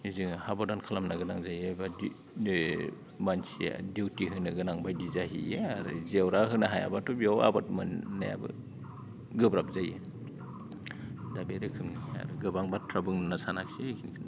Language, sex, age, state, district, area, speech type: Bodo, male, 45-60, Assam, Udalguri, rural, spontaneous